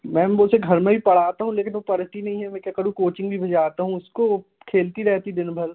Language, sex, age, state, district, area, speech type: Hindi, male, 18-30, Madhya Pradesh, Jabalpur, urban, conversation